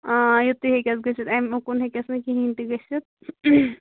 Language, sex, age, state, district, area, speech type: Kashmiri, female, 18-30, Jammu and Kashmir, Kulgam, rural, conversation